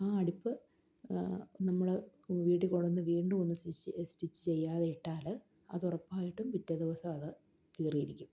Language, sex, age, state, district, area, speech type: Malayalam, female, 30-45, Kerala, Palakkad, rural, spontaneous